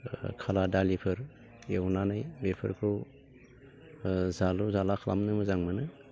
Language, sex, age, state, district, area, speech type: Bodo, male, 45-60, Assam, Baksa, urban, spontaneous